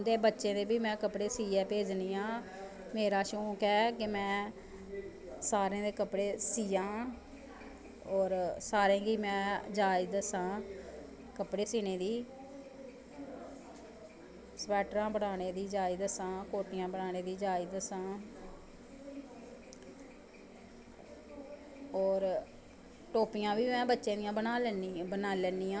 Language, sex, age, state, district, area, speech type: Dogri, female, 30-45, Jammu and Kashmir, Samba, rural, spontaneous